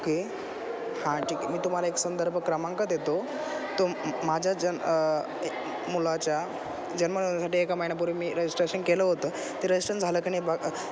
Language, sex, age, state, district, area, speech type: Marathi, male, 18-30, Maharashtra, Ahmednagar, rural, spontaneous